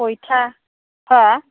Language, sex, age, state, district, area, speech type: Bodo, female, 60+, Assam, Kokrajhar, urban, conversation